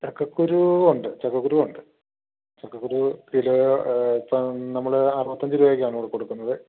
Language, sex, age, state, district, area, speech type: Malayalam, male, 45-60, Kerala, Idukki, rural, conversation